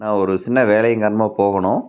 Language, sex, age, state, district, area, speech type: Tamil, male, 30-45, Tamil Nadu, Tiruppur, rural, spontaneous